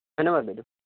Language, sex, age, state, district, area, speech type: Assamese, male, 18-30, Assam, Lakhimpur, rural, conversation